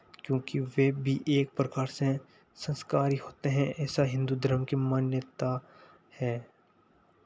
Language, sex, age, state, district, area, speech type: Hindi, male, 18-30, Rajasthan, Nagaur, rural, spontaneous